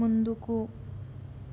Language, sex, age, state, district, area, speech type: Telugu, female, 18-30, Telangana, Medak, urban, read